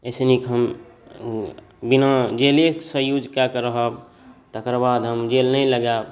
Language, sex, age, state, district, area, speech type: Maithili, male, 18-30, Bihar, Saharsa, rural, spontaneous